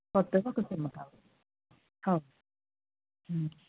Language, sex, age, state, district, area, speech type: Telugu, female, 60+, Andhra Pradesh, Konaseema, rural, conversation